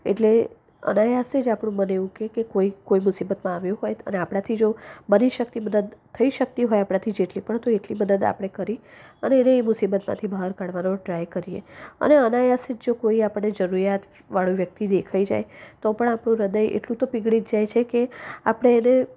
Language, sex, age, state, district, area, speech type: Gujarati, female, 30-45, Gujarat, Anand, urban, spontaneous